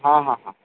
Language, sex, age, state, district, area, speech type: Odia, male, 45-60, Odisha, Sundergarh, rural, conversation